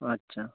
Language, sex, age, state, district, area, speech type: Bengali, male, 18-30, West Bengal, Birbhum, urban, conversation